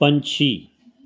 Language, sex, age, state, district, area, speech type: Punjabi, male, 45-60, Punjab, Fatehgarh Sahib, urban, read